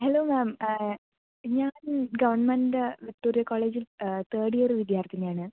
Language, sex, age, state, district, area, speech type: Malayalam, female, 18-30, Kerala, Palakkad, urban, conversation